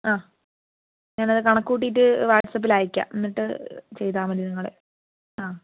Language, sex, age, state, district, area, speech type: Malayalam, female, 18-30, Kerala, Kozhikode, rural, conversation